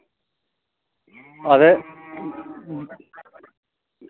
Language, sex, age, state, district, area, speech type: Dogri, male, 45-60, Jammu and Kashmir, Reasi, rural, conversation